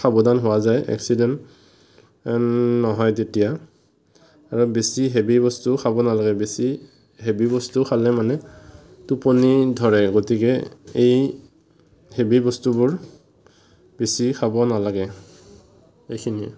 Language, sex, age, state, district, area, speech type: Assamese, male, 18-30, Assam, Morigaon, rural, spontaneous